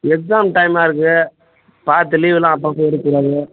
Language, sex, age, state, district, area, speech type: Tamil, male, 45-60, Tamil Nadu, Tiruvannamalai, rural, conversation